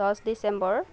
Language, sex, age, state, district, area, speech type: Assamese, female, 18-30, Assam, Nagaon, rural, spontaneous